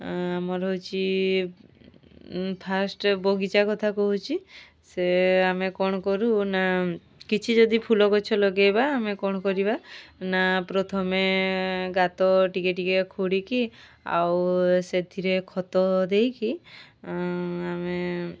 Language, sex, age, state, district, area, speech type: Odia, female, 18-30, Odisha, Mayurbhanj, rural, spontaneous